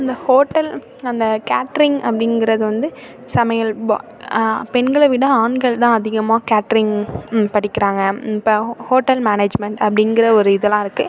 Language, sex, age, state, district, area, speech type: Tamil, female, 30-45, Tamil Nadu, Thanjavur, urban, spontaneous